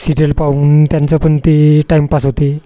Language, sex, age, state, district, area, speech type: Marathi, male, 60+, Maharashtra, Wardha, rural, spontaneous